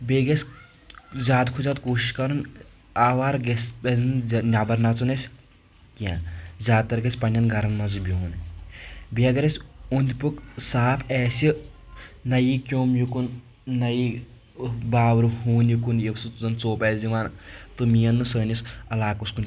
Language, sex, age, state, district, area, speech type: Kashmiri, male, 18-30, Jammu and Kashmir, Kulgam, rural, spontaneous